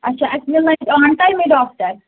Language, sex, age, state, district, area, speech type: Kashmiri, female, 18-30, Jammu and Kashmir, Pulwama, urban, conversation